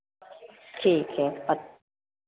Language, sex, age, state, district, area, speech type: Hindi, female, 30-45, Bihar, Vaishali, urban, conversation